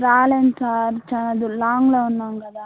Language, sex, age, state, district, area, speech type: Telugu, female, 18-30, Andhra Pradesh, Guntur, urban, conversation